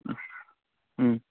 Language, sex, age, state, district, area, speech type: Tamil, male, 45-60, Tamil Nadu, Sivaganga, urban, conversation